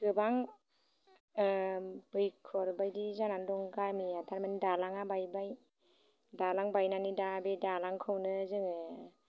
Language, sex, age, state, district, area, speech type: Bodo, female, 30-45, Assam, Baksa, rural, spontaneous